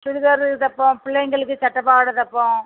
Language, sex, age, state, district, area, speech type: Tamil, female, 45-60, Tamil Nadu, Thoothukudi, rural, conversation